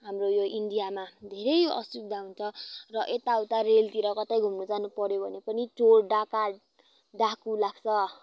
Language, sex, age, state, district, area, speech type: Nepali, female, 18-30, West Bengal, Kalimpong, rural, spontaneous